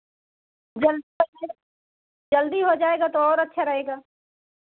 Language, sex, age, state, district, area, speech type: Hindi, female, 30-45, Uttar Pradesh, Pratapgarh, rural, conversation